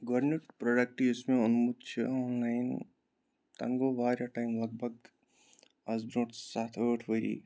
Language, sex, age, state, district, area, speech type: Kashmiri, male, 18-30, Jammu and Kashmir, Pulwama, urban, spontaneous